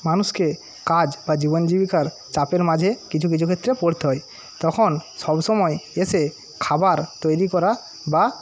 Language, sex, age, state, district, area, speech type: Bengali, male, 30-45, West Bengal, Paschim Medinipur, rural, spontaneous